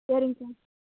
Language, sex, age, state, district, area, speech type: Tamil, female, 18-30, Tamil Nadu, Namakkal, rural, conversation